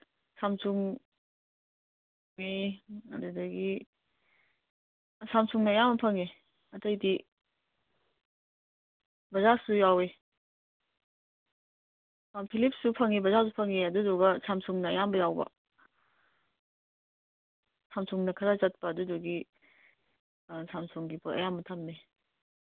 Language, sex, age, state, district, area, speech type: Manipuri, female, 30-45, Manipur, Imphal East, rural, conversation